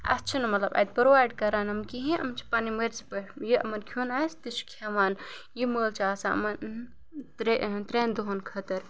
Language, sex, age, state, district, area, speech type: Kashmiri, female, 18-30, Jammu and Kashmir, Kupwara, urban, spontaneous